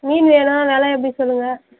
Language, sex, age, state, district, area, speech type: Tamil, female, 30-45, Tamil Nadu, Tiruvannamalai, rural, conversation